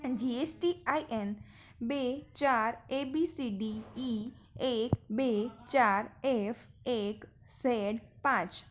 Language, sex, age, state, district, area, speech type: Gujarati, female, 18-30, Gujarat, Junagadh, urban, spontaneous